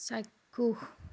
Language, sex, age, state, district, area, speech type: Assamese, female, 30-45, Assam, Nagaon, urban, read